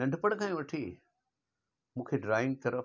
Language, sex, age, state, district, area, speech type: Sindhi, male, 60+, Gujarat, Surat, urban, spontaneous